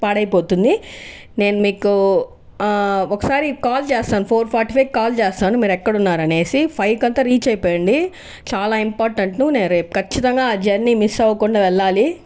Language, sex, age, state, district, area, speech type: Telugu, female, 18-30, Andhra Pradesh, Annamaya, urban, spontaneous